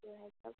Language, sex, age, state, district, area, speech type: Hindi, female, 18-30, Uttar Pradesh, Sonbhadra, rural, conversation